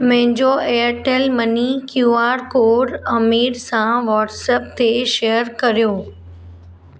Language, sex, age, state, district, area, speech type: Sindhi, female, 30-45, Maharashtra, Mumbai Suburban, urban, read